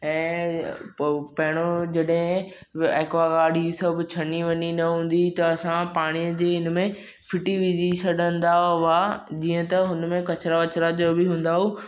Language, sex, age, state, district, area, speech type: Sindhi, male, 18-30, Maharashtra, Mumbai Suburban, urban, spontaneous